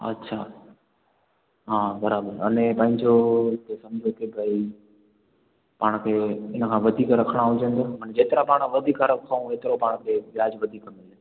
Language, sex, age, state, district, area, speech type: Sindhi, male, 18-30, Gujarat, Junagadh, urban, conversation